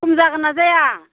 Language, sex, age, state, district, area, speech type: Bodo, female, 60+, Assam, Baksa, urban, conversation